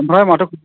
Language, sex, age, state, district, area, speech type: Bodo, male, 45-60, Assam, Chirang, rural, conversation